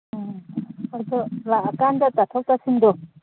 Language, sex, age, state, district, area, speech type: Manipuri, female, 45-60, Manipur, Kangpokpi, urban, conversation